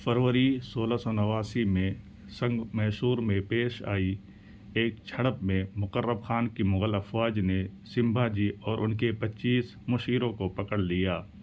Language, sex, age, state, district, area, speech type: Urdu, male, 18-30, Delhi, South Delhi, urban, read